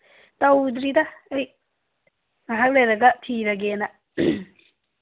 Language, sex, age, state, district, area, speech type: Manipuri, female, 18-30, Manipur, Kangpokpi, urban, conversation